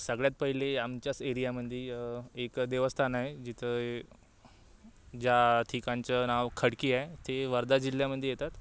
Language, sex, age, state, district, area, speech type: Marathi, male, 18-30, Maharashtra, Wardha, urban, spontaneous